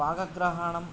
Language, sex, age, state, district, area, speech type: Sanskrit, male, 18-30, Karnataka, Yadgir, urban, spontaneous